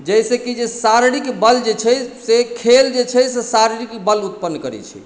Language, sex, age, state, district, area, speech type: Maithili, female, 60+, Bihar, Madhubani, urban, spontaneous